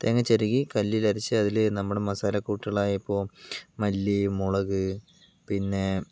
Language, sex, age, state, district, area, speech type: Malayalam, male, 45-60, Kerala, Palakkad, rural, spontaneous